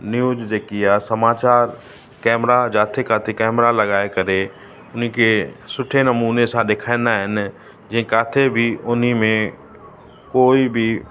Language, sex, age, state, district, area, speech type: Sindhi, male, 45-60, Uttar Pradesh, Lucknow, urban, spontaneous